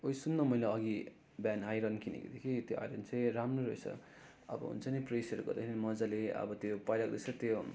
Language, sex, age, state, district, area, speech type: Nepali, male, 30-45, West Bengal, Darjeeling, rural, spontaneous